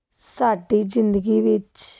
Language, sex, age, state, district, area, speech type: Punjabi, female, 30-45, Punjab, Fazilka, rural, spontaneous